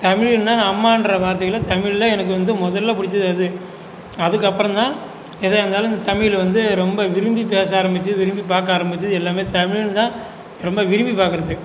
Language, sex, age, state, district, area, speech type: Tamil, male, 45-60, Tamil Nadu, Cuddalore, rural, spontaneous